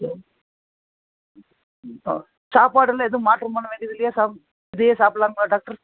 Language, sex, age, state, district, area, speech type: Tamil, male, 45-60, Tamil Nadu, Tiruppur, rural, conversation